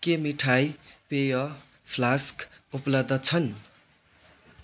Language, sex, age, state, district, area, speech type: Nepali, male, 18-30, West Bengal, Darjeeling, rural, read